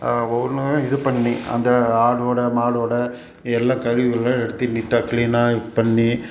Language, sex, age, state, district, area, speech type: Tamil, male, 45-60, Tamil Nadu, Salem, urban, spontaneous